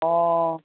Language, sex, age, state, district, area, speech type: Assamese, female, 45-60, Assam, Dibrugarh, rural, conversation